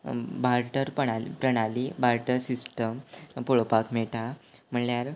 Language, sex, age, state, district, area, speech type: Goan Konkani, male, 18-30, Goa, Quepem, rural, spontaneous